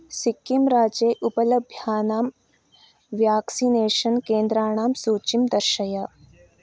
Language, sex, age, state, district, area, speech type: Sanskrit, female, 18-30, Karnataka, Uttara Kannada, rural, read